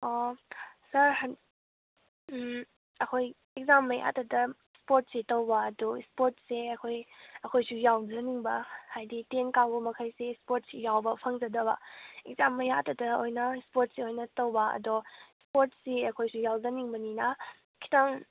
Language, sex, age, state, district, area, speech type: Manipuri, female, 18-30, Manipur, Kakching, rural, conversation